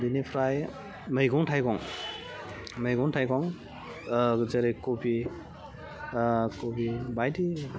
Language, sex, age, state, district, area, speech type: Bodo, female, 30-45, Assam, Udalguri, urban, spontaneous